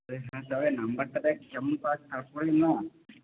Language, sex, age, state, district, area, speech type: Bengali, male, 18-30, West Bengal, Purba Bardhaman, urban, conversation